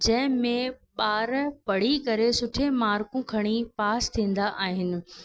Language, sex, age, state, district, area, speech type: Sindhi, female, 30-45, Rajasthan, Ajmer, urban, spontaneous